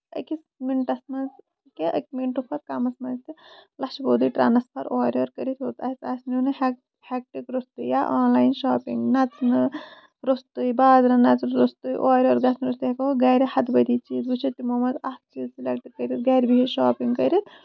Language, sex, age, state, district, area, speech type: Kashmiri, female, 30-45, Jammu and Kashmir, Shopian, urban, spontaneous